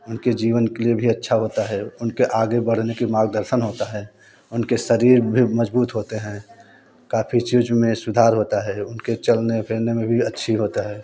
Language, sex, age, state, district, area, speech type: Hindi, male, 30-45, Uttar Pradesh, Prayagraj, rural, spontaneous